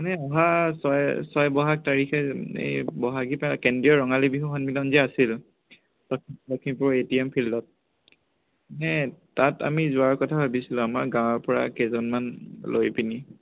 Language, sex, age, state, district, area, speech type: Assamese, male, 18-30, Assam, Lakhimpur, rural, conversation